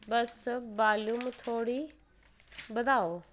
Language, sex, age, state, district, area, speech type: Dogri, female, 30-45, Jammu and Kashmir, Udhampur, rural, read